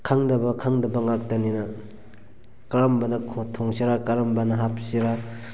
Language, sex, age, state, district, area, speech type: Manipuri, male, 18-30, Manipur, Kakching, rural, spontaneous